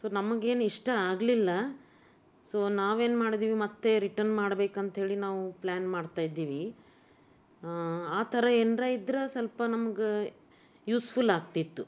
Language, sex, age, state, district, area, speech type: Kannada, female, 60+, Karnataka, Bidar, urban, spontaneous